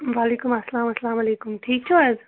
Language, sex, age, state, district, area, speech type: Kashmiri, female, 30-45, Jammu and Kashmir, Shopian, rural, conversation